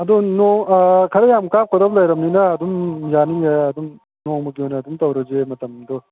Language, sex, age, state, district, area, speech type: Manipuri, male, 45-60, Manipur, Bishnupur, rural, conversation